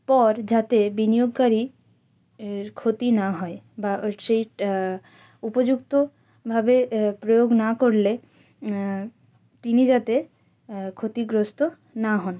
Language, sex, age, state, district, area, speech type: Bengali, female, 18-30, West Bengal, North 24 Parganas, rural, spontaneous